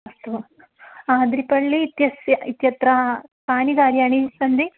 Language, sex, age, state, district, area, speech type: Sanskrit, female, 18-30, Kerala, Thrissur, rural, conversation